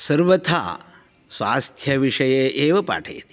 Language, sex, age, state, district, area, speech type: Sanskrit, male, 45-60, Karnataka, Shimoga, rural, spontaneous